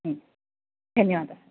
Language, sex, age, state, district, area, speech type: Sanskrit, female, 18-30, Kerala, Thrissur, urban, conversation